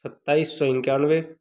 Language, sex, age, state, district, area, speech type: Hindi, male, 30-45, Madhya Pradesh, Ujjain, rural, spontaneous